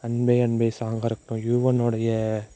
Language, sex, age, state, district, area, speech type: Tamil, male, 30-45, Tamil Nadu, Mayiladuthurai, urban, spontaneous